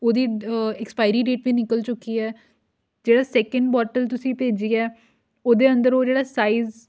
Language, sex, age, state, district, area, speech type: Punjabi, female, 18-30, Punjab, Fatehgarh Sahib, urban, spontaneous